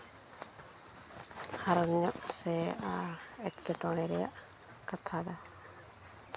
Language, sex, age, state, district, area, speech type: Santali, female, 30-45, West Bengal, Uttar Dinajpur, rural, spontaneous